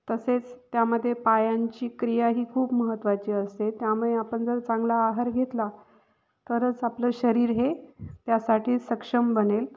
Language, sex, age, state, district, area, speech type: Marathi, female, 30-45, Maharashtra, Nashik, urban, spontaneous